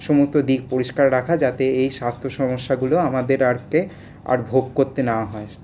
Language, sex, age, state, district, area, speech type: Bengali, male, 18-30, West Bengal, Paschim Bardhaman, urban, spontaneous